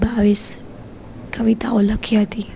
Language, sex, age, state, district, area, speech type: Gujarati, female, 18-30, Gujarat, Junagadh, urban, spontaneous